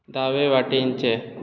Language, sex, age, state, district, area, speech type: Goan Konkani, male, 18-30, Goa, Bardez, urban, read